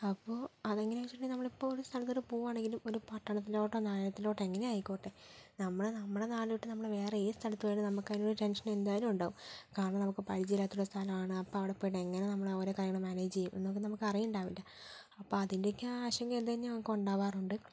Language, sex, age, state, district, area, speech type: Malayalam, female, 30-45, Kerala, Kozhikode, urban, spontaneous